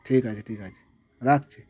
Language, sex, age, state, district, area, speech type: Bengali, male, 30-45, West Bengal, Cooch Behar, urban, spontaneous